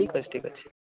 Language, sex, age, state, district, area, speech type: Odia, male, 18-30, Odisha, Jagatsinghpur, rural, conversation